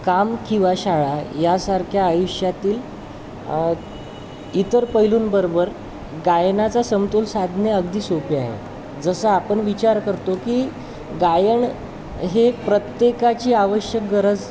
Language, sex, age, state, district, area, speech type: Marathi, male, 30-45, Maharashtra, Wardha, urban, spontaneous